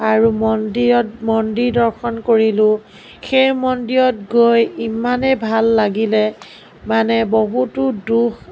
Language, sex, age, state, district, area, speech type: Assamese, female, 45-60, Assam, Morigaon, rural, spontaneous